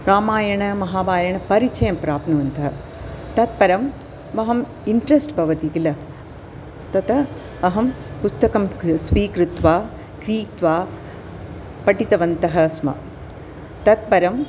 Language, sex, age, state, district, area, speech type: Sanskrit, female, 60+, Tamil Nadu, Thanjavur, urban, spontaneous